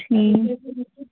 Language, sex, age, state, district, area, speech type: Kashmiri, female, 18-30, Jammu and Kashmir, Budgam, rural, conversation